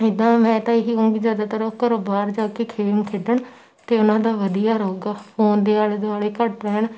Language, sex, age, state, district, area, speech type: Punjabi, female, 18-30, Punjab, Shaheed Bhagat Singh Nagar, rural, spontaneous